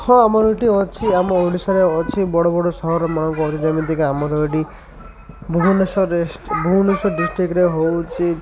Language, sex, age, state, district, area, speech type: Odia, male, 30-45, Odisha, Malkangiri, urban, spontaneous